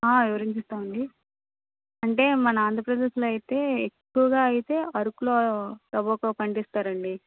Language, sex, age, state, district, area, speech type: Telugu, female, 30-45, Andhra Pradesh, Vizianagaram, urban, conversation